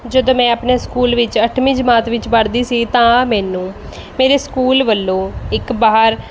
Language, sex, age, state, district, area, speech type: Punjabi, female, 30-45, Punjab, Mohali, rural, spontaneous